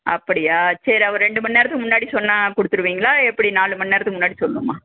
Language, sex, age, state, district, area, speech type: Tamil, female, 60+, Tamil Nadu, Perambalur, rural, conversation